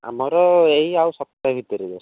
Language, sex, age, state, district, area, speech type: Odia, male, 45-60, Odisha, Rayagada, rural, conversation